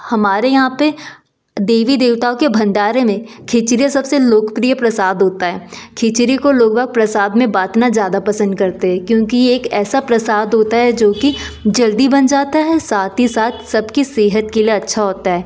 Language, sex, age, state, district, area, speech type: Hindi, female, 30-45, Madhya Pradesh, Betul, urban, spontaneous